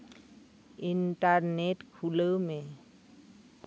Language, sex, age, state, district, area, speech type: Santali, female, 30-45, West Bengal, Jhargram, rural, read